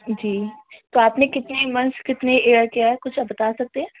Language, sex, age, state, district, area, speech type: Urdu, female, 18-30, Delhi, North West Delhi, urban, conversation